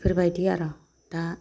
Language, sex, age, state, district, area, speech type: Bodo, female, 45-60, Assam, Baksa, rural, spontaneous